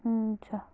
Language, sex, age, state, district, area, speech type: Nepali, female, 30-45, West Bengal, Darjeeling, rural, spontaneous